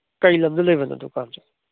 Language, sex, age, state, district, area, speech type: Manipuri, male, 30-45, Manipur, Kangpokpi, urban, conversation